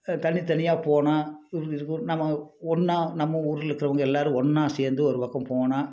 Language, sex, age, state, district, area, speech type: Tamil, male, 45-60, Tamil Nadu, Tiruppur, rural, spontaneous